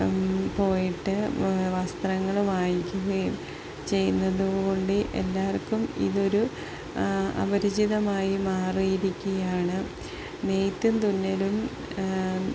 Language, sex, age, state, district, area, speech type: Malayalam, female, 30-45, Kerala, Palakkad, rural, spontaneous